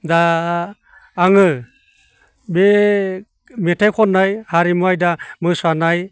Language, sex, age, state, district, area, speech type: Bodo, male, 60+, Assam, Baksa, urban, spontaneous